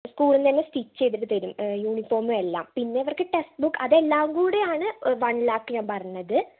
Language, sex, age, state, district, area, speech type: Malayalam, female, 18-30, Kerala, Wayanad, rural, conversation